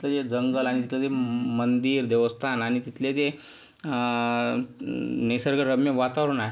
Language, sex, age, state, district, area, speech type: Marathi, male, 45-60, Maharashtra, Yavatmal, urban, spontaneous